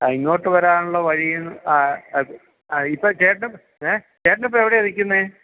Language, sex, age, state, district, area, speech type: Malayalam, male, 45-60, Kerala, Thiruvananthapuram, urban, conversation